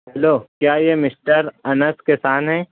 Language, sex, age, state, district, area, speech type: Urdu, male, 60+, Maharashtra, Nashik, urban, conversation